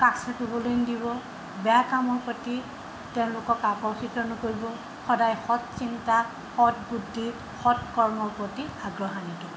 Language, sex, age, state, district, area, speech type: Assamese, female, 60+, Assam, Tinsukia, rural, spontaneous